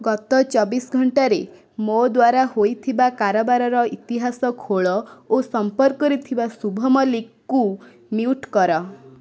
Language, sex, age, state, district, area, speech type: Odia, female, 18-30, Odisha, Kendrapara, urban, read